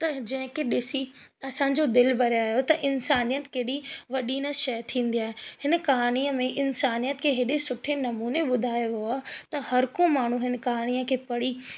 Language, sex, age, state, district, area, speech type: Sindhi, female, 18-30, Rajasthan, Ajmer, urban, spontaneous